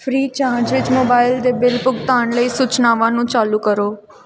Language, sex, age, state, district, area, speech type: Punjabi, female, 18-30, Punjab, Gurdaspur, urban, read